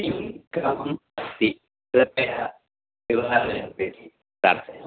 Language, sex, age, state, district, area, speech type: Sanskrit, male, 45-60, Karnataka, Bangalore Urban, urban, conversation